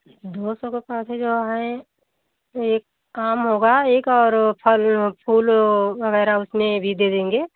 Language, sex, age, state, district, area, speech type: Hindi, female, 45-60, Uttar Pradesh, Mau, rural, conversation